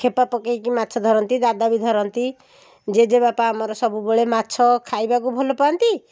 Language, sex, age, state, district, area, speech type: Odia, female, 45-60, Odisha, Puri, urban, spontaneous